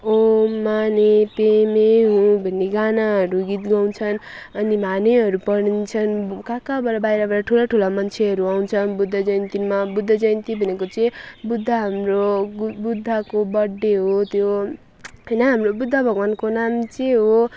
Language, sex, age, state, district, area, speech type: Nepali, female, 30-45, West Bengal, Alipurduar, urban, spontaneous